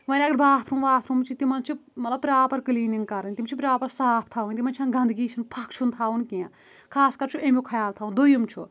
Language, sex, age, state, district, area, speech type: Kashmiri, female, 18-30, Jammu and Kashmir, Kulgam, rural, spontaneous